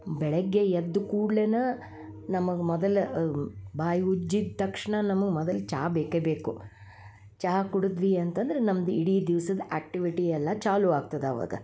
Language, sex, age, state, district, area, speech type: Kannada, female, 60+, Karnataka, Dharwad, rural, spontaneous